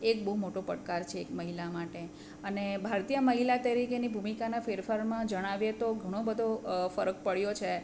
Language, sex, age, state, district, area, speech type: Gujarati, female, 45-60, Gujarat, Surat, urban, spontaneous